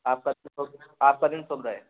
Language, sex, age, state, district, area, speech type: Hindi, male, 18-30, Madhya Pradesh, Gwalior, urban, conversation